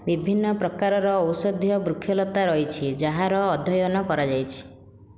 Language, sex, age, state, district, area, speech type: Odia, female, 30-45, Odisha, Khordha, rural, read